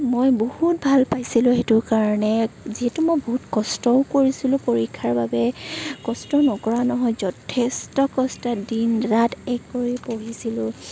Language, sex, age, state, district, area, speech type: Assamese, female, 18-30, Assam, Morigaon, rural, spontaneous